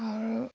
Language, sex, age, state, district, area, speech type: Assamese, female, 18-30, Assam, Lakhimpur, rural, spontaneous